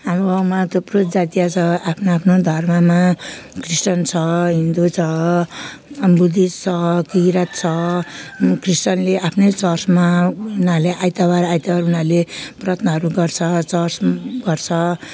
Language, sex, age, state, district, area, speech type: Nepali, female, 45-60, West Bengal, Jalpaiguri, rural, spontaneous